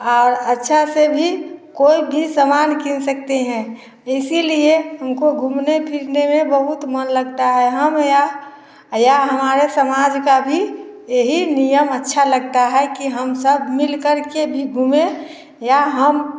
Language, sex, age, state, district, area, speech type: Hindi, female, 60+, Bihar, Samastipur, urban, spontaneous